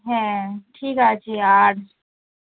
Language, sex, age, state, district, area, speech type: Bengali, female, 30-45, West Bengal, Darjeeling, rural, conversation